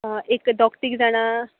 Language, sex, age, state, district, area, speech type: Goan Konkani, female, 30-45, Goa, Tiswadi, rural, conversation